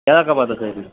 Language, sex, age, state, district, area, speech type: Tamil, male, 30-45, Tamil Nadu, Madurai, urban, conversation